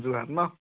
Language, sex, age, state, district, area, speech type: Assamese, male, 18-30, Assam, Dibrugarh, urban, conversation